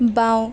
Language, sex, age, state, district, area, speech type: Assamese, female, 30-45, Assam, Kamrup Metropolitan, urban, read